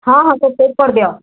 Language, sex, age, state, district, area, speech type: Odia, female, 18-30, Odisha, Kalahandi, rural, conversation